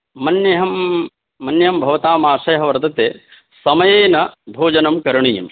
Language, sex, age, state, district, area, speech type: Sanskrit, male, 18-30, Bihar, Gaya, urban, conversation